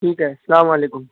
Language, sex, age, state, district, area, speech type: Urdu, male, 18-30, Maharashtra, Nashik, rural, conversation